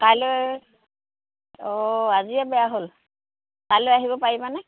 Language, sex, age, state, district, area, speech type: Assamese, female, 45-60, Assam, Lakhimpur, rural, conversation